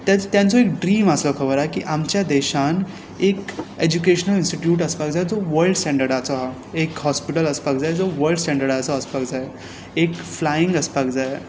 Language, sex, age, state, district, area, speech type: Goan Konkani, male, 18-30, Goa, Tiswadi, rural, spontaneous